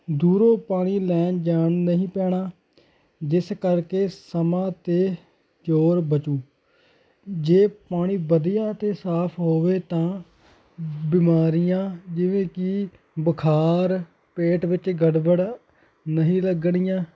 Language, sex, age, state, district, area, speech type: Punjabi, male, 18-30, Punjab, Hoshiarpur, rural, spontaneous